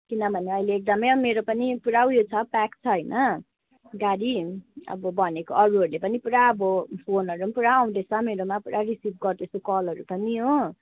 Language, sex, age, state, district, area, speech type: Nepali, female, 18-30, West Bengal, Kalimpong, rural, conversation